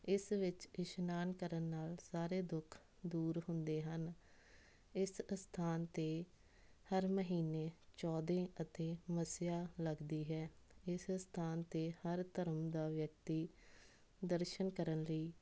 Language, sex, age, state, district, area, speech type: Punjabi, female, 18-30, Punjab, Tarn Taran, rural, spontaneous